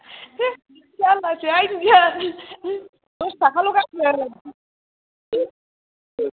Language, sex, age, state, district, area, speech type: Bodo, female, 30-45, Assam, Kokrajhar, rural, conversation